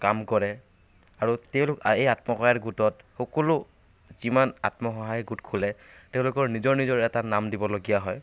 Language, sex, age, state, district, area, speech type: Assamese, male, 18-30, Assam, Kamrup Metropolitan, rural, spontaneous